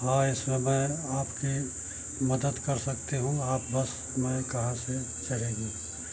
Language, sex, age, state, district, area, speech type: Hindi, male, 60+, Uttar Pradesh, Mau, rural, read